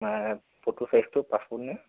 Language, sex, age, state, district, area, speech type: Assamese, male, 45-60, Assam, Morigaon, rural, conversation